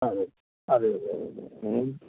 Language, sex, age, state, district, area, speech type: Malayalam, male, 60+, Kerala, Malappuram, rural, conversation